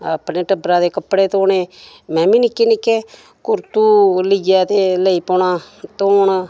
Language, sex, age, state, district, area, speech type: Dogri, female, 60+, Jammu and Kashmir, Samba, rural, spontaneous